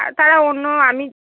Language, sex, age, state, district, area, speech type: Bengali, female, 30-45, West Bengal, Cooch Behar, rural, conversation